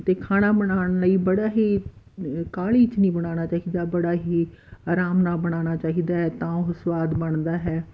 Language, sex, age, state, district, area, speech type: Punjabi, female, 45-60, Punjab, Fatehgarh Sahib, rural, spontaneous